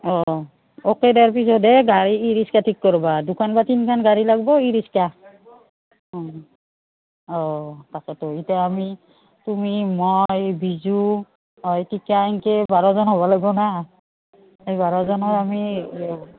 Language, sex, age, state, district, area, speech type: Assamese, female, 45-60, Assam, Udalguri, rural, conversation